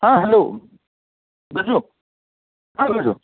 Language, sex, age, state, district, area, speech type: Marathi, male, 45-60, Maharashtra, Nanded, urban, conversation